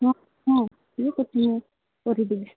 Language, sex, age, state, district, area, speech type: Odia, female, 45-60, Odisha, Sundergarh, rural, conversation